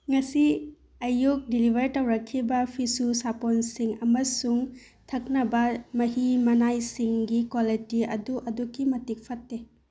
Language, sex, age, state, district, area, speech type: Manipuri, female, 18-30, Manipur, Bishnupur, rural, read